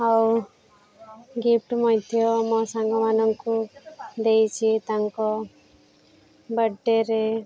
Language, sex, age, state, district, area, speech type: Odia, female, 18-30, Odisha, Sundergarh, urban, spontaneous